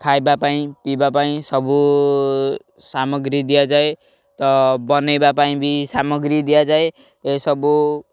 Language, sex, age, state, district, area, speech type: Odia, male, 18-30, Odisha, Ganjam, urban, spontaneous